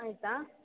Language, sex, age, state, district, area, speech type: Kannada, female, 18-30, Karnataka, Tumkur, urban, conversation